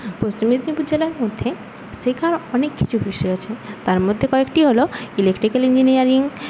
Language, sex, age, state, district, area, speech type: Bengali, female, 18-30, West Bengal, Paschim Medinipur, rural, spontaneous